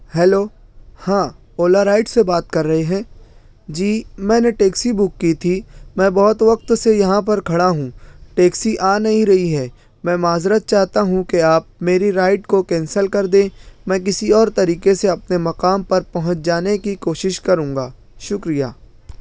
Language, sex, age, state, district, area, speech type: Urdu, male, 18-30, Maharashtra, Nashik, rural, spontaneous